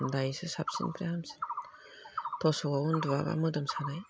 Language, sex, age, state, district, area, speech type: Bodo, female, 60+, Assam, Udalguri, rural, spontaneous